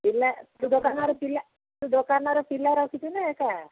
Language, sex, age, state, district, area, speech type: Odia, female, 45-60, Odisha, Angul, rural, conversation